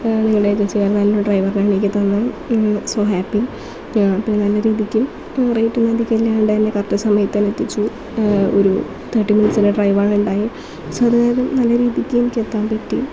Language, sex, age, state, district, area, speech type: Malayalam, female, 18-30, Kerala, Thrissur, rural, spontaneous